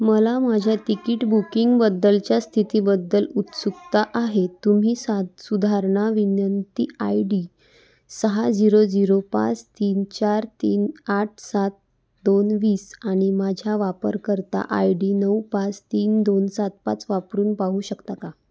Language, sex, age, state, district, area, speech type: Marathi, female, 18-30, Maharashtra, Wardha, urban, read